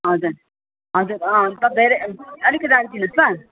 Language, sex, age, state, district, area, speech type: Nepali, female, 30-45, West Bengal, Darjeeling, rural, conversation